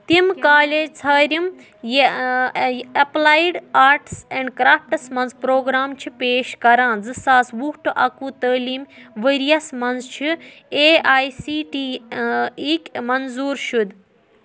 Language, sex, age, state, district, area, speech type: Kashmiri, female, 18-30, Jammu and Kashmir, Budgam, rural, read